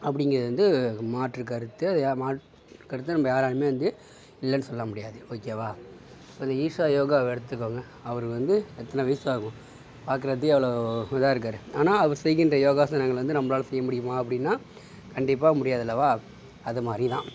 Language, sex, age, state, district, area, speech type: Tamil, male, 60+, Tamil Nadu, Mayiladuthurai, rural, spontaneous